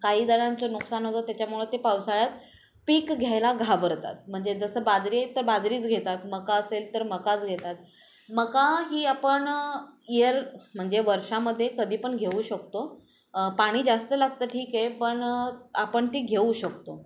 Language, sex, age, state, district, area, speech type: Marathi, female, 18-30, Maharashtra, Ratnagiri, rural, spontaneous